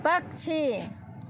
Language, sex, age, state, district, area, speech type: Maithili, female, 30-45, Bihar, Muzaffarpur, rural, read